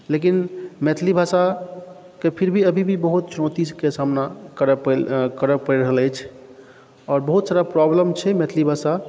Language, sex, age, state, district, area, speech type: Maithili, male, 30-45, Bihar, Supaul, rural, spontaneous